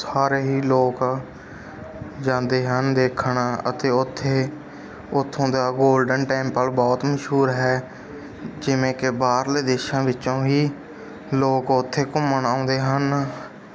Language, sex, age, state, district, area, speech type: Punjabi, male, 18-30, Punjab, Bathinda, rural, spontaneous